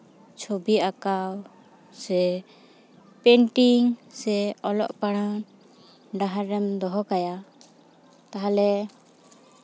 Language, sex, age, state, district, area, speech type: Santali, female, 18-30, West Bengal, Paschim Bardhaman, rural, spontaneous